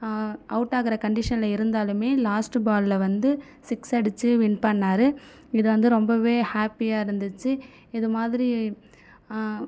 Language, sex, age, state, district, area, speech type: Tamil, female, 18-30, Tamil Nadu, Viluppuram, rural, spontaneous